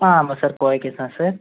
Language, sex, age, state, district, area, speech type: Tamil, male, 18-30, Tamil Nadu, Ariyalur, rural, conversation